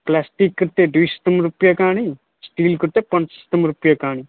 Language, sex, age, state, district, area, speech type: Sanskrit, male, 18-30, Odisha, Puri, rural, conversation